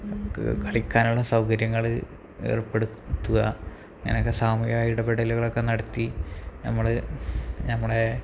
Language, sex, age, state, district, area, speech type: Malayalam, male, 30-45, Kerala, Malappuram, rural, spontaneous